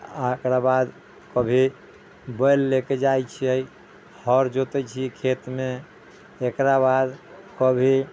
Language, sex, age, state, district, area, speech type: Maithili, male, 60+, Bihar, Sitamarhi, rural, spontaneous